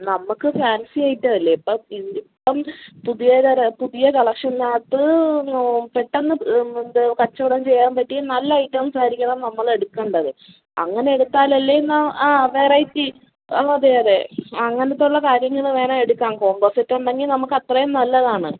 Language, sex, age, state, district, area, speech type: Malayalam, female, 18-30, Kerala, Kollam, urban, conversation